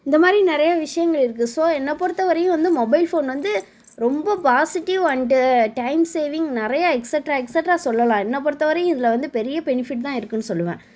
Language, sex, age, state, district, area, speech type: Tamil, female, 30-45, Tamil Nadu, Sivaganga, rural, spontaneous